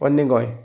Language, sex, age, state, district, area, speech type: Goan Konkani, male, 30-45, Goa, Salcete, urban, spontaneous